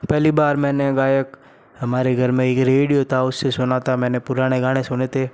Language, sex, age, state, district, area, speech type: Hindi, male, 60+, Rajasthan, Jodhpur, urban, spontaneous